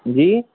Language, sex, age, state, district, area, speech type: Urdu, male, 18-30, Uttar Pradesh, Balrampur, rural, conversation